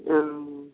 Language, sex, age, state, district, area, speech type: Assamese, female, 60+, Assam, Lakhimpur, urban, conversation